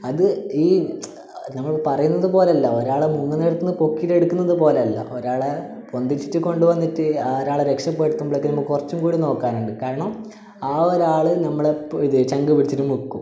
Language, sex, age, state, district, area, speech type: Malayalam, male, 18-30, Kerala, Kasaragod, urban, spontaneous